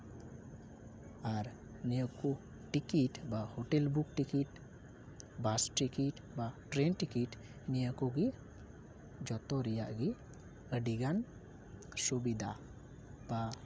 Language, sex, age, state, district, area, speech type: Santali, male, 18-30, West Bengal, Uttar Dinajpur, rural, spontaneous